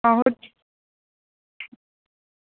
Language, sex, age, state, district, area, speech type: Dogri, female, 18-30, Jammu and Kashmir, Kathua, rural, conversation